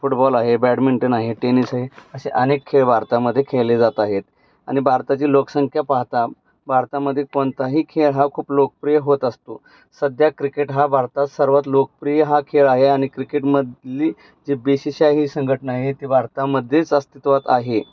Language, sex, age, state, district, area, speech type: Marathi, male, 30-45, Maharashtra, Pune, urban, spontaneous